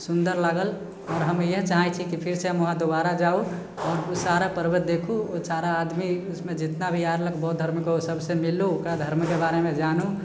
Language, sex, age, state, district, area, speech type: Maithili, male, 18-30, Bihar, Sitamarhi, urban, spontaneous